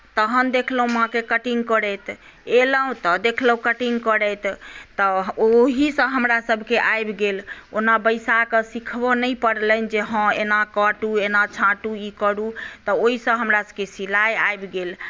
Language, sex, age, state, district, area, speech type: Maithili, female, 60+, Bihar, Madhubani, rural, spontaneous